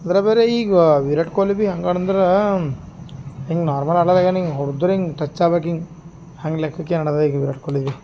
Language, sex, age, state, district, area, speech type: Kannada, male, 30-45, Karnataka, Gulbarga, urban, spontaneous